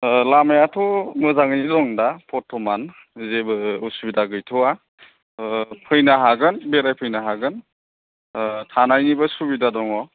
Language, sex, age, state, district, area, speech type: Bodo, male, 30-45, Assam, Chirang, rural, conversation